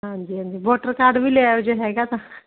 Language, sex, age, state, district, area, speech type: Punjabi, female, 60+, Punjab, Barnala, rural, conversation